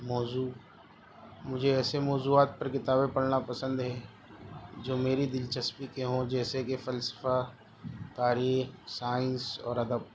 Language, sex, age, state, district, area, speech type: Urdu, male, 30-45, Delhi, East Delhi, urban, spontaneous